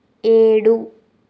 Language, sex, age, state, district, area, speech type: Telugu, female, 18-30, Andhra Pradesh, N T Rama Rao, urban, read